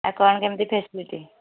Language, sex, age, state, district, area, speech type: Odia, female, 30-45, Odisha, Kendujhar, urban, conversation